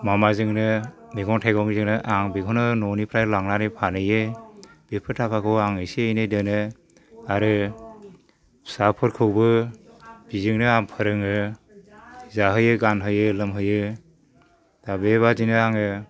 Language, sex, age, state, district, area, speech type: Bodo, male, 60+, Assam, Chirang, rural, spontaneous